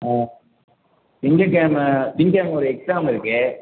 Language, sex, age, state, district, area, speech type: Tamil, male, 30-45, Tamil Nadu, Cuddalore, rural, conversation